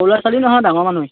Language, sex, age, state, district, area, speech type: Assamese, male, 18-30, Assam, Majuli, urban, conversation